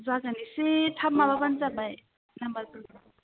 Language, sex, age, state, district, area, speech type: Bodo, female, 30-45, Assam, Udalguri, rural, conversation